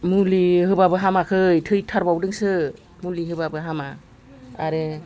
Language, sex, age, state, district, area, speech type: Bodo, female, 60+, Assam, Udalguri, rural, spontaneous